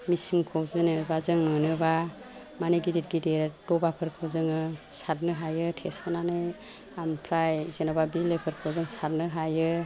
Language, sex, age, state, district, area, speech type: Bodo, female, 45-60, Assam, Chirang, rural, spontaneous